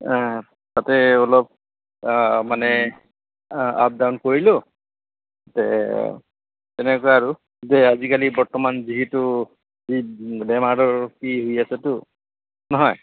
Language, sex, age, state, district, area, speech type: Assamese, male, 30-45, Assam, Goalpara, urban, conversation